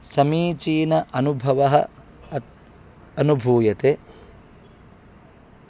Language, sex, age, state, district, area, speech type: Sanskrit, male, 30-45, Kerala, Kasaragod, rural, spontaneous